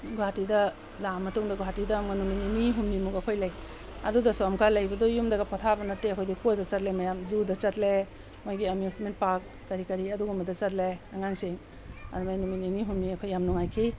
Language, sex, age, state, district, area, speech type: Manipuri, female, 45-60, Manipur, Tengnoupal, urban, spontaneous